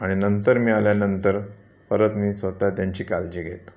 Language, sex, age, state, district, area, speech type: Marathi, male, 45-60, Maharashtra, Raigad, rural, spontaneous